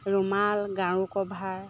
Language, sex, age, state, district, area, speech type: Assamese, female, 30-45, Assam, Dibrugarh, urban, spontaneous